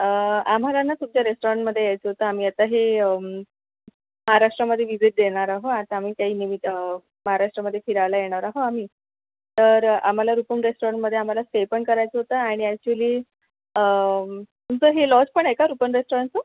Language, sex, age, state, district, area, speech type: Marathi, female, 30-45, Maharashtra, Akola, urban, conversation